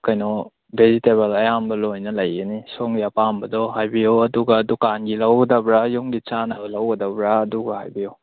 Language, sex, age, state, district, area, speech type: Manipuri, male, 18-30, Manipur, Kakching, rural, conversation